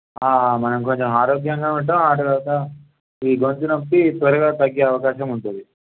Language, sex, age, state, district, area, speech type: Telugu, male, 18-30, Telangana, Peddapalli, urban, conversation